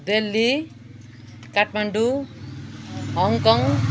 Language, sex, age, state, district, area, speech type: Nepali, female, 60+, West Bengal, Kalimpong, rural, spontaneous